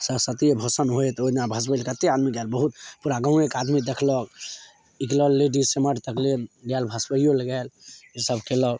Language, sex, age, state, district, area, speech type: Maithili, male, 18-30, Bihar, Samastipur, rural, spontaneous